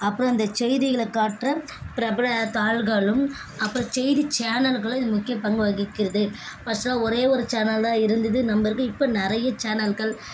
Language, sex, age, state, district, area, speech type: Tamil, female, 18-30, Tamil Nadu, Chennai, urban, spontaneous